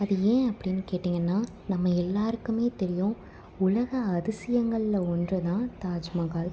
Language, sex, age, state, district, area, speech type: Tamil, female, 18-30, Tamil Nadu, Tiruppur, rural, spontaneous